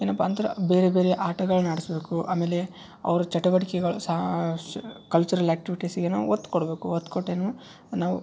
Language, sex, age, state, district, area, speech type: Kannada, male, 18-30, Karnataka, Yadgir, urban, spontaneous